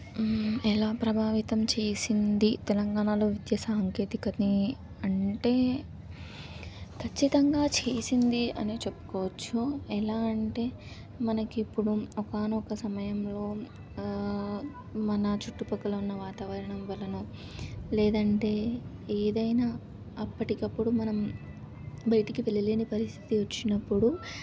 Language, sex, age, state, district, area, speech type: Telugu, female, 18-30, Telangana, Suryapet, urban, spontaneous